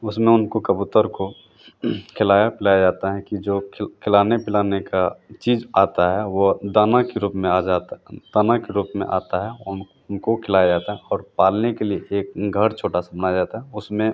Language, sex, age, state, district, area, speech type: Hindi, male, 30-45, Bihar, Madhepura, rural, spontaneous